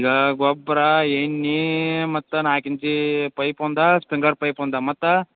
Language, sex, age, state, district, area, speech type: Kannada, male, 30-45, Karnataka, Belgaum, rural, conversation